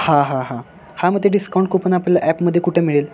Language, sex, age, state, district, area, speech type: Marathi, male, 18-30, Maharashtra, Sangli, urban, spontaneous